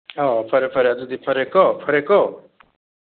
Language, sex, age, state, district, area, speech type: Manipuri, male, 60+, Manipur, Churachandpur, urban, conversation